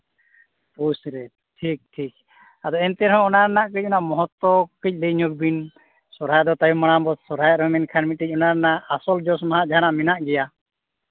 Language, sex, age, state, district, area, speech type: Santali, male, 30-45, Jharkhand, East Singhbhum, rural, conversation